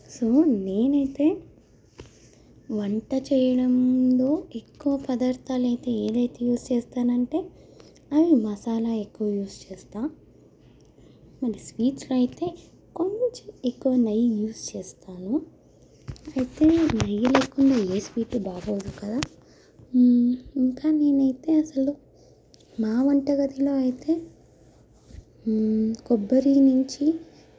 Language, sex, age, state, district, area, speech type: Telugu, female, 18-30, Telangana, Mancherial, rural, spontaneous